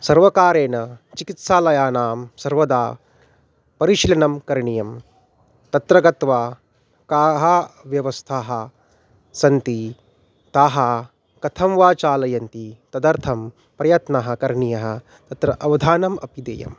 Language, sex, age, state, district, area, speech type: Sanskrit, male, 30-45, Maharashtra, Nagpur, urban, spontaneous